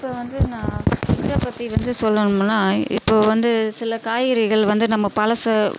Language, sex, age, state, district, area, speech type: Tamil, female, 30-45, Tamil Nadu, Tiruchirappalli, rural, spontaneous